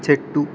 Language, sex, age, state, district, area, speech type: Telugu, male, 18-30, Telangana, Khammam, rural, read